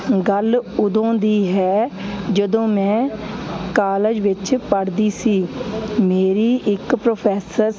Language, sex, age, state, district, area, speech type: Punjabi, female, 30-45, Punjab, Hoshiarpur, urban, spontaneous